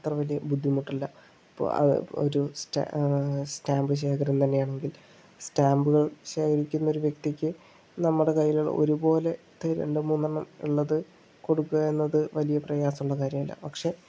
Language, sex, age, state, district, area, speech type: Malayalam, male, 30-45, Kerala, Palakkad, rural, spontaneous